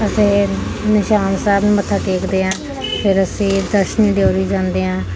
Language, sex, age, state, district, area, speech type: Punjabi, female, 30-45, Punjab, Gurdaspur, urban, spontaneous